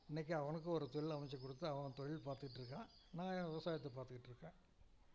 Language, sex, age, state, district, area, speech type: Tamil, male, 60+, Tamil Nadu, Namakkal, rural, spontaneous